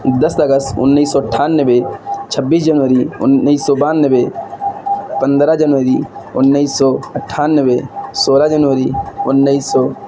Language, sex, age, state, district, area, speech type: Urdu, male, 18-30, Uttar Pradesh, Siddharthnagar, rural, spontaneous